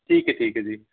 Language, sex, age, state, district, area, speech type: Dogri, male, 30-45, Jammu and Kashmir, Reasi, urban, conversation